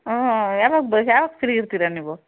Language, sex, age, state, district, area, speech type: Kannada, female, 60+, Karnataka, Kolar, rural, conversation